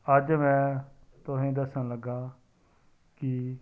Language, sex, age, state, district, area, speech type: Dogri, male, 30-45, Jammu and Kashmir, Samba, rural, spontaneous